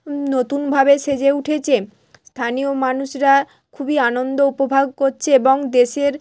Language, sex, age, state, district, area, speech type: Bengali, female, 18-30, West Bengal, Hooghly, urban, spontaneous